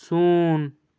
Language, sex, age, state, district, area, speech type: Santali, male, 18-30, West Bengal, Bankura, rural, read